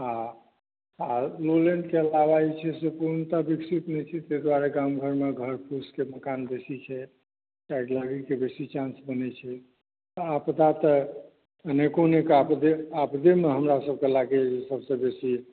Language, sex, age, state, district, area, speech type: Maithili, male, 60+, Bihar, Saharsa, urban, conversation